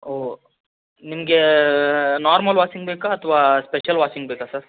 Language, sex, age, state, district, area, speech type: Kannada, male, 30-45, Karnataka, Tumkur, urban, conversation